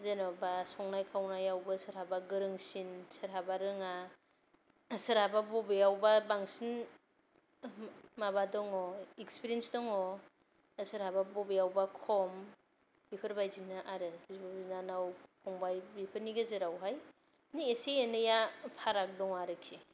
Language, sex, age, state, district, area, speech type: Bodo, female, 30-45, Assam, Kokrajhar, rural, spontaneous